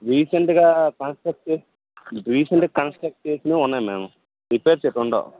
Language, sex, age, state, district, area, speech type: Telugu, male, 30-45, Andhra Pradesh, Srikakulam, urban, conversation